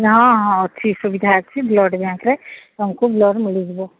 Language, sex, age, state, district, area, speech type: Odia, female, 45-60, Odisha, Sambalpur, rural, conversation